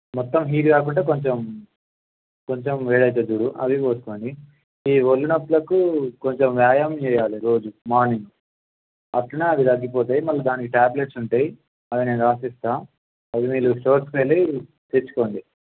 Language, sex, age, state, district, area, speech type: Telugu, male, 18-30, Telangana, Peddapalli, urban, conversation